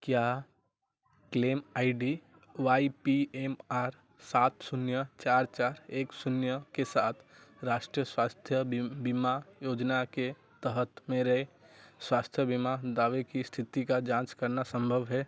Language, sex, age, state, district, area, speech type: Hindi, male, 45-60, Madhya Pradesh, Chhindwara, rural, read